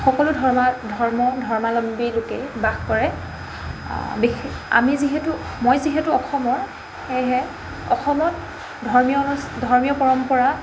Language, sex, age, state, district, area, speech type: Assamese, female, 18-30, Assam, Jorhat, urban, spontaneous